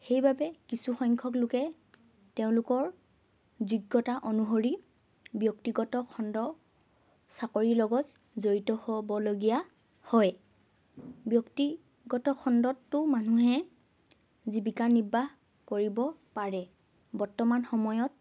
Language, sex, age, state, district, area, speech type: Assamese, female, 18-30, Assam, Lakhimpur, rural, spontaneous